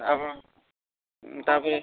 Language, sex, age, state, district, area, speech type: Odia, male, 30-45, Odisha, Puri, urban, conversation